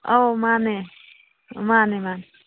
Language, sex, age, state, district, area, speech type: Manipuri, female, 45-60, Manipur, Churachandpur, urban, conversation